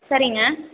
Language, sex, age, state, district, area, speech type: Tamil, female, 18-30, Tamil Nadu, Karur, rural, conversation